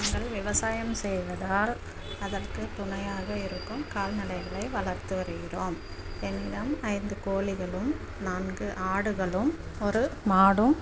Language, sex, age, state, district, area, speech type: Tamil, female, 30-45, Tamil Nadu, Dharmapuri, rural, spontaneous